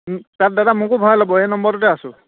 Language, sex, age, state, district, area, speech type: Assamese, male, 30-45, Assam, Lakhimpur, rural, conversation